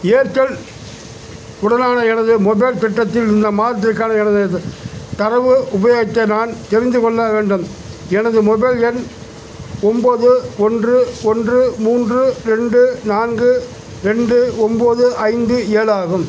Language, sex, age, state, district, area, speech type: Tamil, male, 60+, Tamil Nadu, Madurai, rural, read